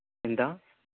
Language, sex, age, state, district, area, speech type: Telugu, male, 18-30, Andhra Pradesh, Kadapa, rural, conversation